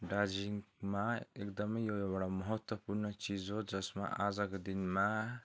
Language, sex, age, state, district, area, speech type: Nepali, male, 30-45, West Bengal, Darjeeling, rural, spontaneous